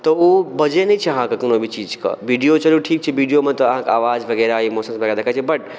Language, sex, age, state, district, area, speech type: Maithili, male, 18-30, Bihar, Darbhanga, rural, spontaneous